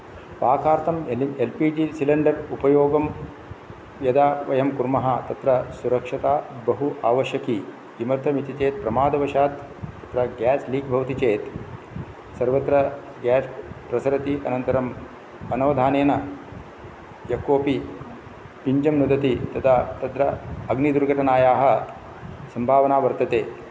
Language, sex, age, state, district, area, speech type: Sanskrit, male, 45-60, Kerala, Kasaragod, urban, spontaneous